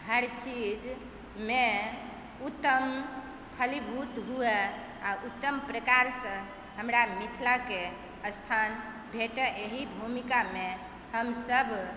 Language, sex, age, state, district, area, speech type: Maithili, female, 45-60, Bihar, Supaul, urban, spontaneous